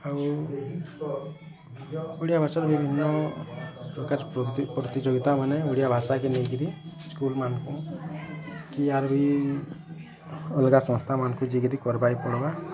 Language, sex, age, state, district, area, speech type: Odia, male, 45-60, Odisha, Bargarh, urban, spontaneous